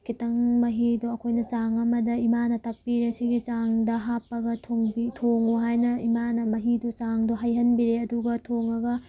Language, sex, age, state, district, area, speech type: Manipuri, female, 30-45, Manipur, Tengnoupal, rural, spontaneous